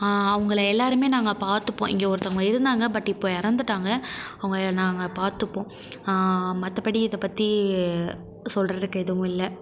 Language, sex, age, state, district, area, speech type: Tamil, female, 45-60, Tamil Nadu, Mayiladuthurai, rural, spontaneous